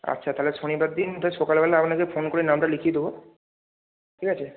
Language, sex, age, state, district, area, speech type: Bengali, male, 18-30, West Bengal, Hooghly, urban, conversation